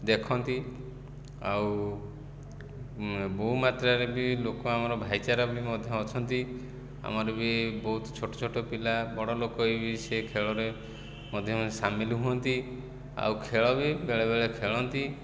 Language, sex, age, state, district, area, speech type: Odia, male, 45-60, Odisha, Jajpur, rural, spontaneous